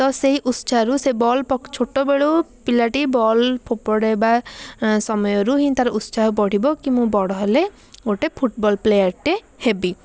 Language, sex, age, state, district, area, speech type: Odia, female, 18-30, Odisha, Puri, urban, spontaneous